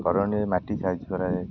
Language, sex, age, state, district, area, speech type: Odia, male, 18-30, Odisha, Jagatsinghpur, rural, spontaneous